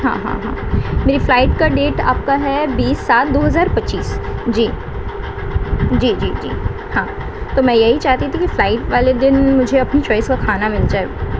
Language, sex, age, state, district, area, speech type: Urdu, female, 18-30, West Bengal, Kolkata, urban, spontaneous